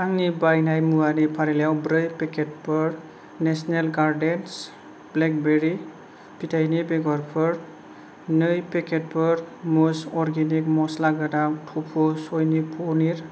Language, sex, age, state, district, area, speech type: Bodo, male, 18-30, Assam, Kokrajhar, rural, read